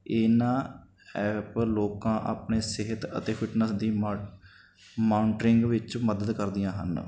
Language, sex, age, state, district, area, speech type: Punjabi, male, 30-45, Punjab, Mansa, urban, spontaneous